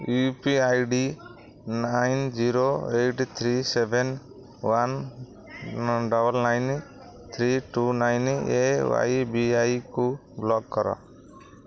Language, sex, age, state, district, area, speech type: Odia, male, 45-60, Odisha, Jagatsinghpur, rural, read